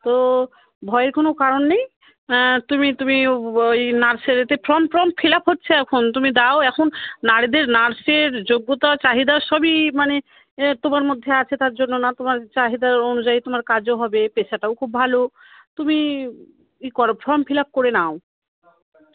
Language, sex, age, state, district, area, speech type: Bengali, female, 30-45, West Bengal, Murshidabad, rural, conversation